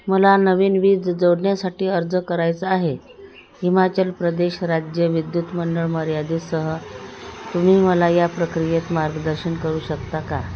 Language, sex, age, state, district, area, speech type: Marathi, female, 45-60, Maharashtra, Thane, rural, read